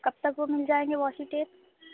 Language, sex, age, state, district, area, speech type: Urdu, female, 18-30, Uttar Pradesh, Shahjahanpur, urban, conversation